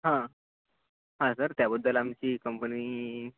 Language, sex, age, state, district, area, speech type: Marathi, male, 18-30, Maharashtra, Gadchiroli, rural, conversation